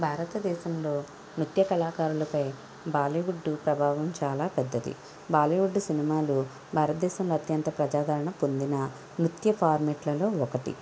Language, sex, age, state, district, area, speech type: Telugu, female, 60+, Andhra Pradesh, Konaseema, rural, spontaneous